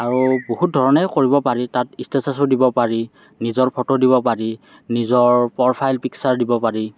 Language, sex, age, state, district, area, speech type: Assamese, male, 30-45, Assam, Morigaon, urban, spontaneous